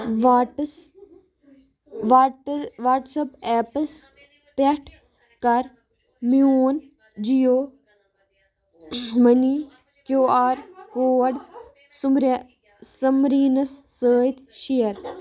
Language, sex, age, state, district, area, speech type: Kashmiri, female, 18-30, Jammu and Kashmir, Baramulla, rural, read